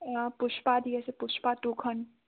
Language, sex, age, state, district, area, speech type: Assamese, female, 18-30, Assam, Charaideo, urban, conversation